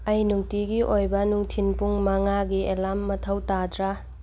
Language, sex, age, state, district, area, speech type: Manipuri, female, 18-30, Manipur, Churachandpur, rural, read